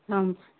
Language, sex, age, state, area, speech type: Sanskrit, female, 18-30, Uttar Pradesh, rural, conversation